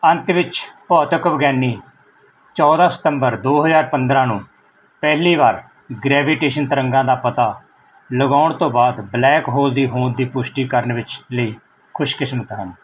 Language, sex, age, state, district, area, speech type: Punjabi, male, 45-60, Punjab, Mansa, rural, spontaneous